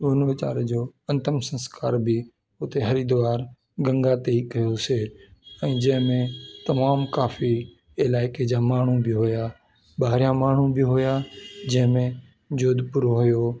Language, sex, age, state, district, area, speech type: Sindhi, male, 45-60, Delhi, South Delhi, urban, spontaneous